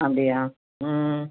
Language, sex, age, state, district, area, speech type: Tamil, female, 60+, Tamil Nadu, Cuddalore, rural, conversation